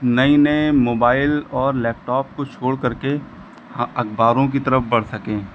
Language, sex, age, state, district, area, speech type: Hindi, male, 45-60, Uttar Pradesh, Lucknow, rural, spontaneous